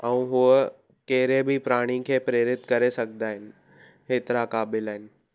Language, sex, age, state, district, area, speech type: Sindhi, male, 18-30, Gujarat, Surat, urban, spontaneous